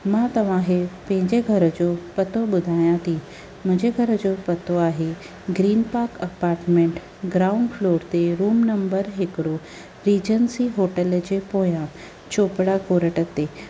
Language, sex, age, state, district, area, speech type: Sindhi, female, 30-45, Maharashtra, Thane, urban, spontaneous